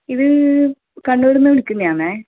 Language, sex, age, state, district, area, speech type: Malayalam, female, 30-45, Kerala, Kannur, rural, conversation